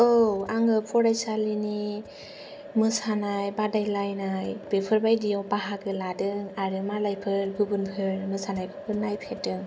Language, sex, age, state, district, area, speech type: Bodo, female, 18-30, Assam, Kokrajhar, rural, spontaneous